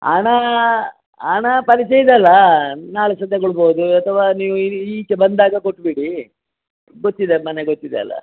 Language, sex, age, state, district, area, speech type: Kannada, male, 60+, Karnataka, Dakshina Kannada, rural, conversation